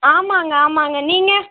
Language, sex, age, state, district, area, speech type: Tamil, female, 18-30, Tamil Nadu, Ranipet, rural, conversation